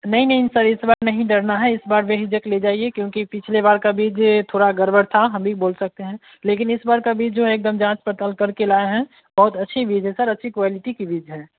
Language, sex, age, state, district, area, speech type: Hindi, male, 18-30, Bihar, Vaishali, urban, conversation